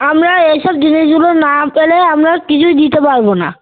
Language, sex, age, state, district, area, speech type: Bengali, female, 18-30, West Bengal, Uttar Dinajpur, urban, conversation